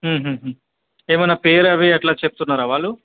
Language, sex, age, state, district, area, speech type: Telugu, male, 30-45, Andhra Pradesh, Krishna, urban, conversation